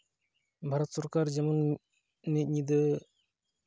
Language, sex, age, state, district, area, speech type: Santali, male, 18-30, Jharkhand, East Singhbhum, rural, spontaneous